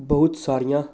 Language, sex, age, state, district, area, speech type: Punjabi, male, 18-30, Punjab, Jalandhar, urban, spontaneous